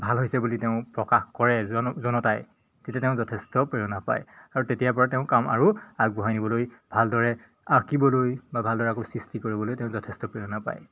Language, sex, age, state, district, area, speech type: Assamese, male, 18-30, Assam, Majuli, urban, spontaneous